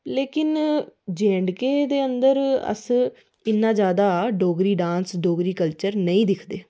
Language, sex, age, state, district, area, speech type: Dogri, female, 30-45, Jammu and Kashmir, Reasi, rural, spontaneous